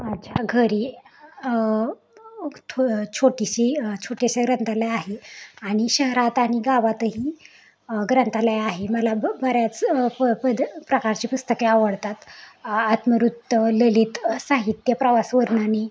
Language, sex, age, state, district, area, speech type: Marathi, female, 18-30, Maharashtra, Satara, urban, spontaneous